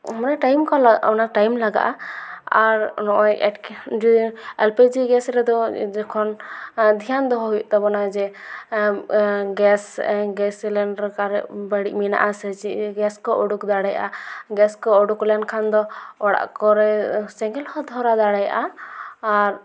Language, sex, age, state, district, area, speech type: Santali, female, 18-30, West Bengal, Purulia, rural, spontaneous